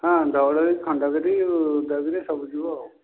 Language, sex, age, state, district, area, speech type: Odia, male, 60+, Odisha, Dhenkanal, rural, conversation